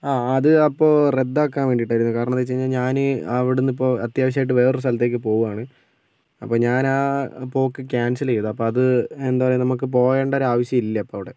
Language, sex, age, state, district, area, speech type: Malayalam, male, 18-30, Kerala, Kozhikode, rural, spontaneous